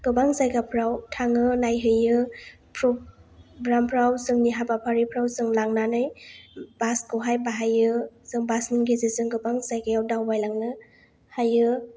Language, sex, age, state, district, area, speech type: Bodo, female, 18-30, Assam, Chirang, urban, spontaneous